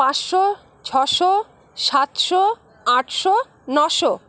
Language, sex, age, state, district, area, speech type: Bengali, female, 45-60, West Bengal, Paschim Bardhaman, urban, spontaneous